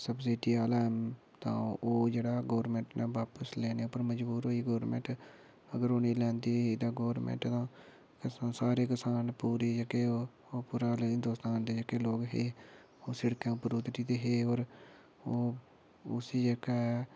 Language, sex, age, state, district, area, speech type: Dogri, male, 30-45, Jammu and Kashmir, Udhampur, urban, spontaneous